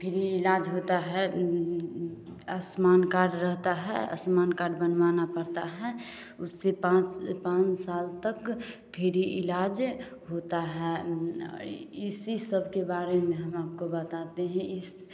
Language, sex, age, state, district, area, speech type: Hindi, female, 18-30, Bihar, Samastipur, rural, spontaneous